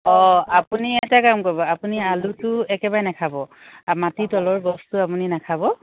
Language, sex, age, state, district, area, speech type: Assamese, female, 45-60, Assam, Dibrugarh, rural, conversation